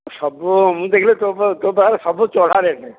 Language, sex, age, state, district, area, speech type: Odia, male, 45-60, Odisha, Dhenkanal, rural, conversation